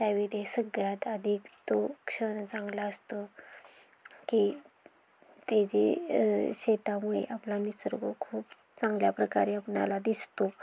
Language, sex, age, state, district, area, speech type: Marathi, female, 30-45, Maharashtra, Satara, rural, spontaneous